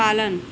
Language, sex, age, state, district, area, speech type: Hindi, female, 30-45, Uttar Pradesh, Mau, rural, read